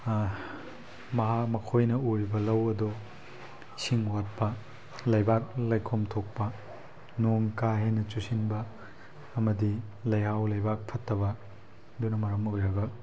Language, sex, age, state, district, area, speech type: Manipuri, male, 18-30, Manipur, Tengnoupal, rural, spontaneous